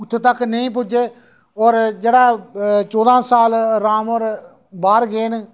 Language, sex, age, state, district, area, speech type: Dogri, male, 30-45, Jammu and Kashmir, Reasi, rural, spontaneous